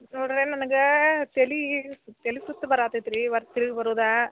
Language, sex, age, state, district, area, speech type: Kannada, female, 60+, Karnataka, Belgaum, rural, conversation